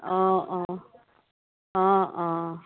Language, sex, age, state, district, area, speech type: Assamese, female, 45-60, Assam, Dibrugarh, rural, conversation